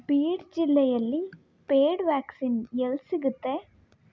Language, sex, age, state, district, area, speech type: Kannada, female, 18-30, Karnataka, Shimoga, rural, read